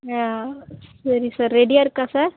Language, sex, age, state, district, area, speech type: Tamil, female, 30-45, Tamil Nadu, Tiruvannamalai, rural, conversation